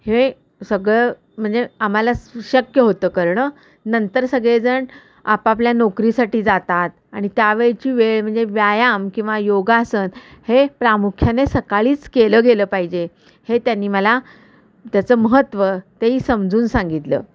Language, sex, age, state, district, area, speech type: Marathi, female, 45-60, Maharashtra, Kolhapur, urban, spontaneous